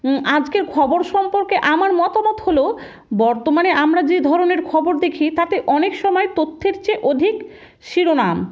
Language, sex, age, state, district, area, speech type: Bengali, female, 30-45, West Bengal, Murshidabad, rural, spontaneous